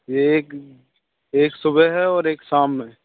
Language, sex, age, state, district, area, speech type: Hindi, male, 18-30, Madhya Pradesh, Hoshangabad, rural, conversation